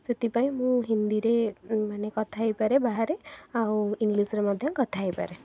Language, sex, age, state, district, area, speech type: Odia, female, 18-30, Odisha, Cuttack, urban, spontaneous